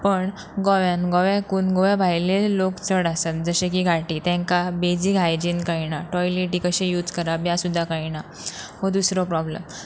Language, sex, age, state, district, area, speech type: Goan Konkani, female, 18-30, Goa, Pernem, rural, spontaneous